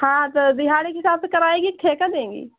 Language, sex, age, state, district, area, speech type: Hindi, female, 45-60, Uttar Pradesh, Pratapgarh, rural, conversation